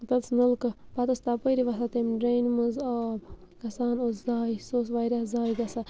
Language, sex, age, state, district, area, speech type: Kashmiri, female, 18-30, Jammu and Kashmir, Bandipora, rural, spontaneous